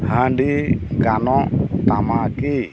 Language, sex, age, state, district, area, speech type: Santali, male, 45-60, Jharkhand, East Singhbhum, rural, read